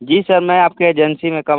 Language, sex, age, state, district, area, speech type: Hindi, male, 18-30, Uttar Pradesh, Sonbhadra, rural, conversation